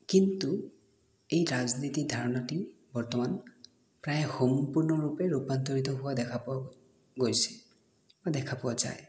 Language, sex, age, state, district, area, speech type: Assamese, male, 18-30, Assam, Nagaon, rural, spontaneous